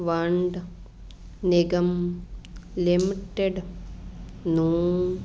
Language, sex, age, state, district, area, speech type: Punjabi, female, 45-60, Punjab, Fazilka, rural, read